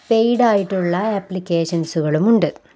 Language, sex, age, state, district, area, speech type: Malayalam, female, 18-30, Kerala, Palakkad, rural, spontaneous